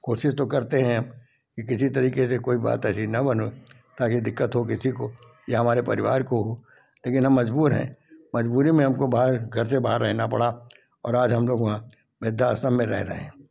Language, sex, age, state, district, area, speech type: Hindi, male, 60+, Madhya Pradesh, Gwalior, rural, spontaneous